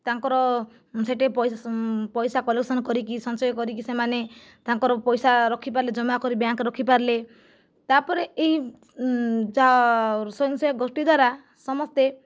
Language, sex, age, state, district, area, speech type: Odia, female, 45-60, Odisha, Kandhamal, rural, spontaneous